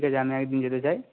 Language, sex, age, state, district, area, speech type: Bengali, male, 30-45, West Bengal, Purba Medinipur, rural, conversation